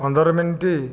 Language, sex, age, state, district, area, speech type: Odia, male, 60+, Odisha, Jajpur, rural, spontaneous